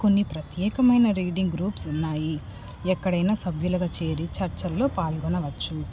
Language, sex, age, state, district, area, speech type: Telugu, female, 18-30, Andhra Pradesh, Nellore, rural, spontaneous